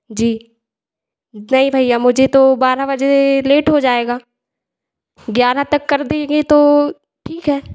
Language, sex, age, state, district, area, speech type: Hindi, female, 18-30, Madhya Pradesh, Hoshangabad, rural, spontaneous